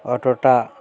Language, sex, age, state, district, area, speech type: Bengali, male, 60+, West Bengal, Bankura, urban, spontaneous